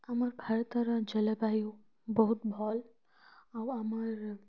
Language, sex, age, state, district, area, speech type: Odia, female, 18-30, Odisha, Kalahandi, rural, spontaneous